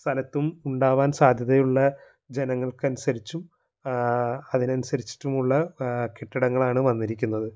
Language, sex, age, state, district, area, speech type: Malayalam, male, 18-30, Kerala, Thrissur, urban, spontaneous